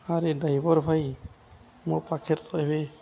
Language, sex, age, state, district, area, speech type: Odia, male, 18-30, Odisha, Balangir, urban, spontaneous